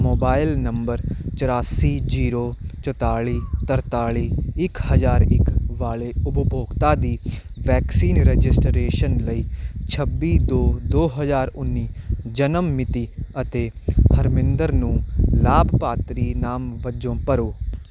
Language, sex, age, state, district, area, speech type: Punjabi, male, 18-30, Punjab, Hoshiarpur, urban, read